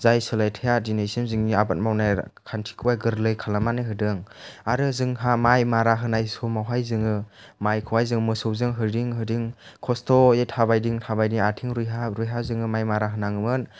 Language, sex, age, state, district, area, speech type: Bodo, male, 60+, Assam, Chirang, urban, spontaneous